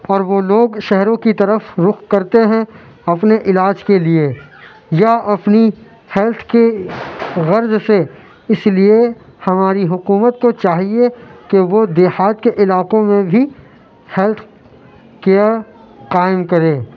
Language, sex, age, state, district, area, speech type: Urdu, male, 30-45, Uttar Pradesh, Lucknow, urban, spontaneous